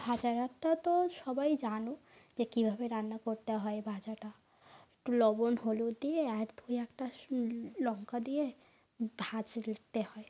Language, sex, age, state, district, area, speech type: Bengali, female, 45-60, West Bengal, North 24 Parganas, rural, spontaneous